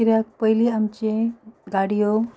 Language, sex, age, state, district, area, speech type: Goan Konkani, female, 30-45, Goa, Ponda, rural, spontaneous